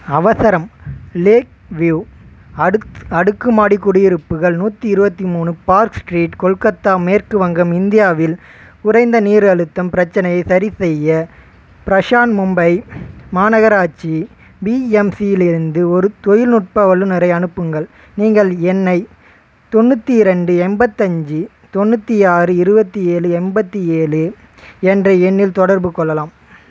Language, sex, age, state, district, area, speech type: Tamil, male, 18-30, Tamil Nadu, Chengalpattu, rural, read